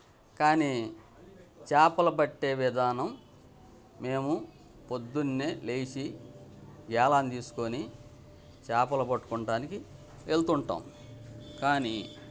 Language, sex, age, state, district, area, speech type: Telugu, male, 60+, Andhra Pradesh, Bapatla, urban, spontaneous